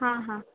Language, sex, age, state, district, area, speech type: Marathi, female, 18-30, Maharashtra, Ahmednagar, urban, conversation